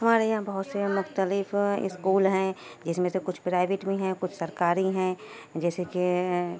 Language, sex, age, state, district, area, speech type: Urdu, female, 30-45, Uttar Pradesh, Shahjahanpur, urban, spontaneous